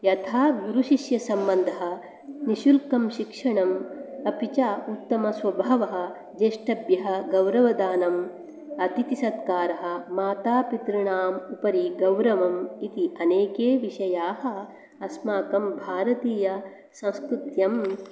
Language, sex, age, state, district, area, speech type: Sanskrit, female, 45-60, Karnataka, Dakshina Kannada, rural, spontaneous